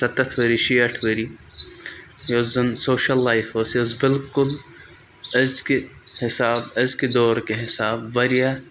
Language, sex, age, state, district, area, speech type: Kashmiri, male, 18-30, Jammu and Kashmir, Budgam, rural, spontaneous